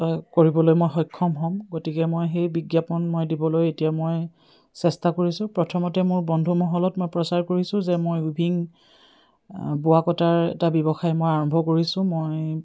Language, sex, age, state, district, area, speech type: Assamese, female, 45-60, Assam, Dibrugarh, rural, spontaneous